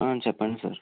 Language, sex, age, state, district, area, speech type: Telugu, male, 18-30, Andhra Pradesh, Eluru, urban, conversation